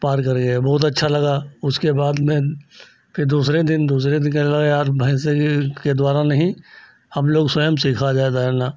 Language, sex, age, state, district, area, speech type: Hindi, male, 60+, Uttar Pradesh, Lucknow, rural, spontaneous